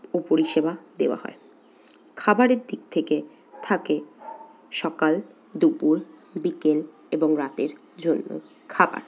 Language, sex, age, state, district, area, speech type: Bengali, female, 18-30, West Bengal, Paschim Bardhaman, urban, spontaneous